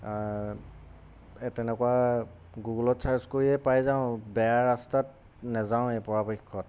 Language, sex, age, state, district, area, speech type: Assamese, male, 30-45, Assam, Golaghat, urban, spontaneous